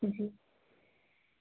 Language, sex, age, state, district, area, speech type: Urdu, female, 30-45, Bihar, Darbhanga, urban, conversation